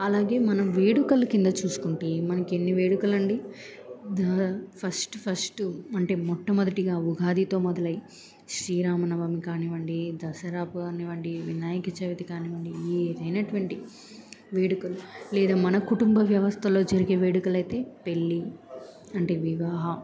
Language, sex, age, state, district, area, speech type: Telugu, female, 18-30, Andhra Pradesh, Bapatla, rural, spontaneous